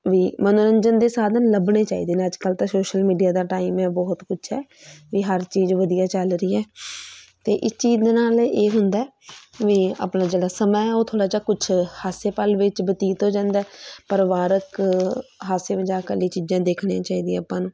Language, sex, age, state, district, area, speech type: Punjabi, female, 18-30, Punjab, Patiala, urban, spontaneous